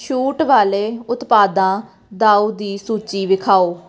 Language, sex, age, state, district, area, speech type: Punjabi, female, 18-30, Punjab, Pathankot, rural, read